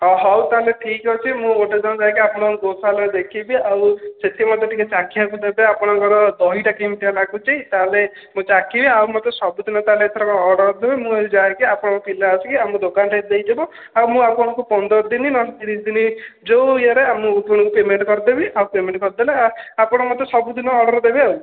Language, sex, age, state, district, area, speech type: Odia, male, 30-45, Odisha, Khordha, rural, conversation